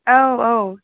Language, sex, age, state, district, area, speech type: Bodo, female, 18-30, Assam, Kokrajhar, rural, conversation